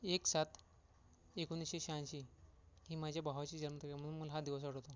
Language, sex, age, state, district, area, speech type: Marathi, male, 30-45, Maharashtra, Akola, urban, spontaneous